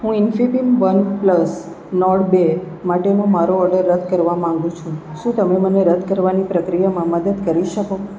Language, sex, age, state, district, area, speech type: Gujarati, female, 45-60, Gujarat, Surat, urban, read